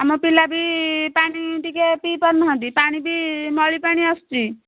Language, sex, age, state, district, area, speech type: Odia, female, 30-45, Odisha, Nayagarh, rural, conversation